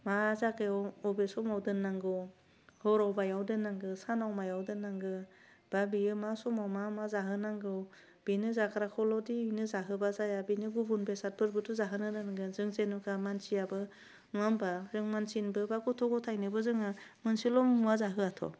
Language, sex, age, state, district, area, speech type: Bodo, female, 30-45, Assam, Udalguri, urban, spontaneous